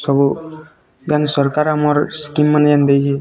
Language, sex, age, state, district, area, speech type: Odia, male, 18-30, Odisha, Bargarh, rural, spontaneous